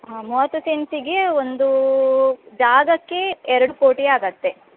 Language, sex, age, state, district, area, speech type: Kannada, female, 18-30, Karnataka, Udupi, rural, conversation